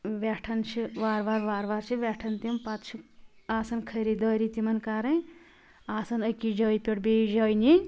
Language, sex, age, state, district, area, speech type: Kashmiri, female, 45-60, Jammu and Kashmir, Anantnag, rural, spontaneous